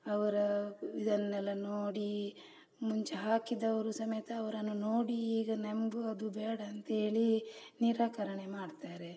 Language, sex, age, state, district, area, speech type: Kannada, female, 45-60, Karnataka, Udupi, rural, spontaneous